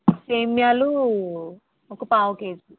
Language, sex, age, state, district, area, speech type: Telugu, female, 30-45, Andhra Pradesh, Kakinada, rural, conversation